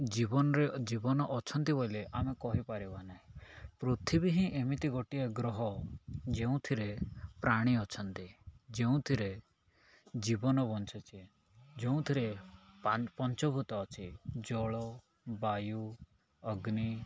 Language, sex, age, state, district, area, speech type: Odia, male, 18-30, Odisha, Koraput, urban, spontaneous